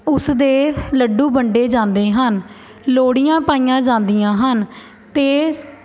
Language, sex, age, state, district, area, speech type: Punjabi, female, 18-30, Punjab, Shaheed Bhagat Singh Nagar, urban, spontaneous